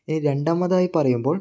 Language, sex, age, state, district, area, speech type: Malayalam, male, 18-30, Kerala, Kannur, urban, spontaneous